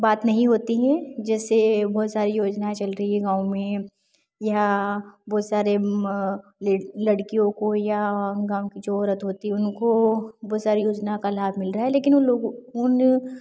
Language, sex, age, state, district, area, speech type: Hindi, female, 18-30, Madhya Pradesh, Ujjain, rural, spontaneous